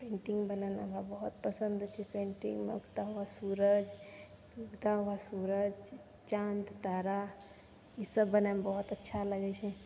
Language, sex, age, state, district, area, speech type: Maithili, female, 18-30, Bihar, Purnia, rural, spontaneous